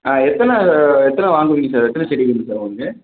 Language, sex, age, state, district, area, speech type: Tamil, male, 18-30, Tamil Nadu, Thanjavur, rural, conversation